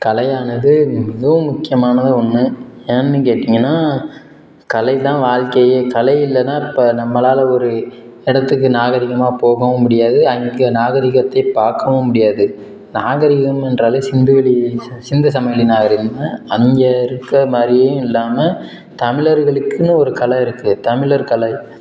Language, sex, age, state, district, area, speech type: Tamil, male, 18-30, Tamil Nadu, Sivaganga, rural, spontaneous